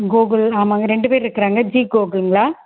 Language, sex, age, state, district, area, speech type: Tamil, female, 45-60, Tamil Nadu, Erode, rural, conversation